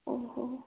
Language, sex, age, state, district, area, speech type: Odia, female, 18-30, Odisha, Koraput, urban, conversation